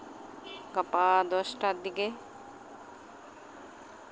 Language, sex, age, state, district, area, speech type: Santali, female, 30-45, West Bengal, Uttar Dinajpur, rural, spontaneous